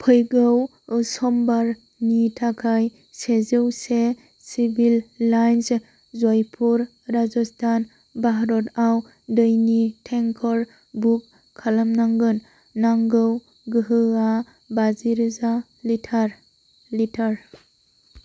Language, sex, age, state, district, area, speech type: Bodo, female, 18-30, Assam, Kokrajhar, rural, read